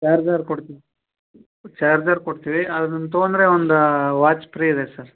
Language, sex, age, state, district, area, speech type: Kannada, male, 30-45, Karnataka, Gadag, rural, conversation